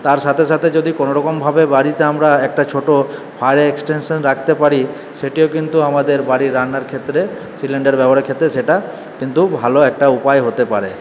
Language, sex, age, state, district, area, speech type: Bengali, male, 30-45, West Bengal, Purba Bardhaman, urban, spontaneous